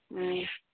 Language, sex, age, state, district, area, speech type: Manipuri, female, 30-45, Manipur, Imphal East, rural, conversation